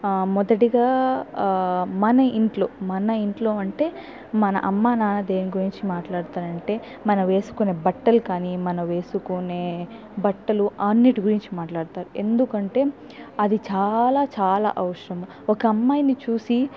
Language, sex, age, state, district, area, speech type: Telugu, female, 18-30, Andhra Pradesh, Chittoor, rural, spontaneous